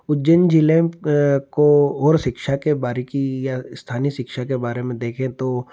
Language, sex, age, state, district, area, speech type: Hindi, male, 30-45, Madhya Pradesh, Ujjain, urban, spontaneous